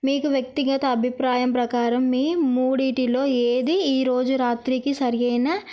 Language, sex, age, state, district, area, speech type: Telugu, female, 18-30, Telangana, Narayanpet, urban, spontaneous